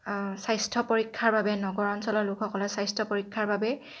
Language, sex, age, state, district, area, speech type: Assamese, female, 18-30, Assam, Lakhimpur, rural, spontaneous